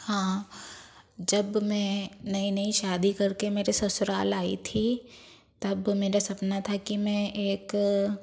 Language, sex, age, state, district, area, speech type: Hindi, female, 45-60, Madhya Pradesh, Bhopal, urban, spontaneous